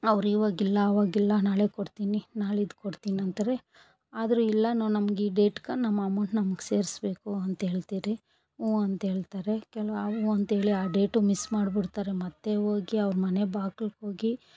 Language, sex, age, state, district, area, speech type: Kannada, female, 45-60, Karnataka, Bangalore Rural, rural, spontaneous